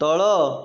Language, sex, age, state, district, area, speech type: Odia, male, 45-60, Odisha, Jajpur, rural, read